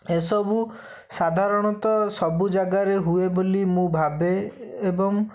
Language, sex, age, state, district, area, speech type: Odia, male, 30-45, Odisha, Bhadrak, rural, spontaneous